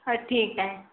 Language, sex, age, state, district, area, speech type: Marathi, female, 18-30, Maharashtra, Wardha, rural, conversation